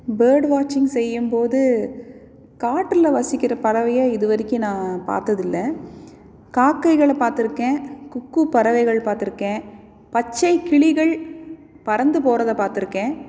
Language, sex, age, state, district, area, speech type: Tamil, female, 30-45, Tamil Nadu, Salem, urban, spontaneous